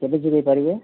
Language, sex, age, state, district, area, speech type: Odia, male, 45-60, Odisha, Boudh, rural, conversation